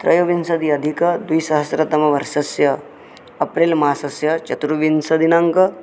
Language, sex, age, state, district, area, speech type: Sanskrit, male, 18-30, Odisha, Bargarh, rural, spontaneous